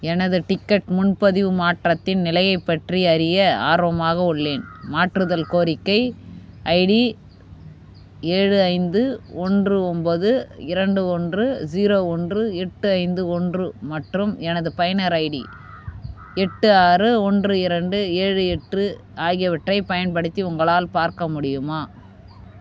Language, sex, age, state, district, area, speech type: Tamil, female, 30-45, Tamil Nadu, Vellore, urban, read